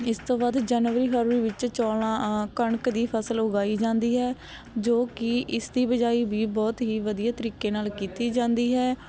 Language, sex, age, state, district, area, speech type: Punjabi, female, 18-30, Punjab, Barnala, rural, spontaneous